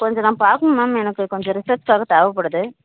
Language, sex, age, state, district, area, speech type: Tamil, female, 18-30, Tamil Nadu, Dharmapuri, rural, conversation